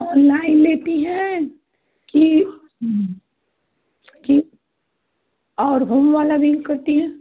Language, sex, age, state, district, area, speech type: Hindi, female, 18-30, Uttar Pradesh, Chandauli, rural, conversation